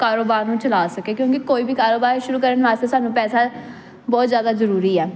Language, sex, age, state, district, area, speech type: Punjabi, female, 18-30, Punjab, Jalandhar, urban, spontaneous